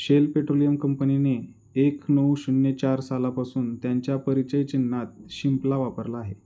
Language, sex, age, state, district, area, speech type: Marathi, male, 30-45, Maharashtra, Osmanabad, rural, read